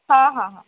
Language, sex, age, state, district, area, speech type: Marathi, female, 18-30, Maharashtra, Nanded, rural, conversation